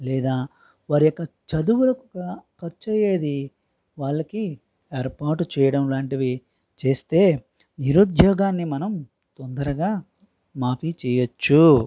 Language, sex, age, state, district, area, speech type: Telugu, male, 30-45, Andhra Pradesh, West Godavari, rural, spontaneous